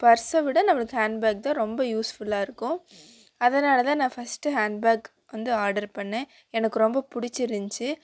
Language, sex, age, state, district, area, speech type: Tamil, female, 18-30, Tamil Nadu, Coimbatore, urban, spontaneous